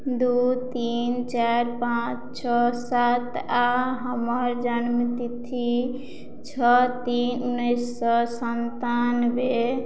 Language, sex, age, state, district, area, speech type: Maithili, female, 30-45, Bihar, Madhubani, rural, read